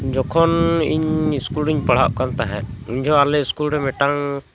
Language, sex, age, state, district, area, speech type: Santali, male, 45-60, Jharkhand, Bokaro, rural, spontaneous